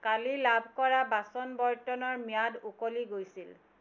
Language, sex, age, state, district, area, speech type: Assamese, female, 45-60, Assam, Tinsukia, urban, read